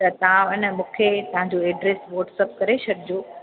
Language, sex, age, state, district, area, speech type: Sindhi, female, 30-45, Gujarat, Junagadh, urban, conversation